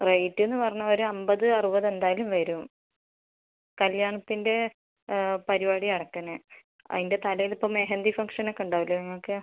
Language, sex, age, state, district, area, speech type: Malayalam, female, 30-45, Kerala, Kozhikode, urban, conversation